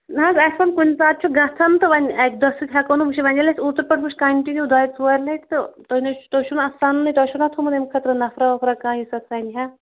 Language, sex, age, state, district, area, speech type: Kashmiri, female, 30-45, Jammu and Kashmir, Shopian, rural, conversation